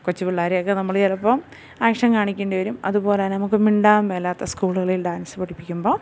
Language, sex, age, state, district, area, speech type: Malayalam, female, 30-45, Kerala, Kottayam, urban, spontaneous